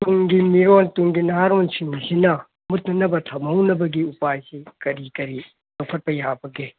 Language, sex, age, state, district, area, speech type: Manipuri, male, 60+, Manipur, Kangpokpi, urban, conversation